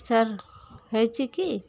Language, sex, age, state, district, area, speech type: Odia, female, 30-45, Odisha, Malkangiri, urban, spontaneous